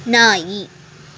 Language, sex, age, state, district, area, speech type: Kannada, female, 18-30, Karnataka, Tumkur, rural, read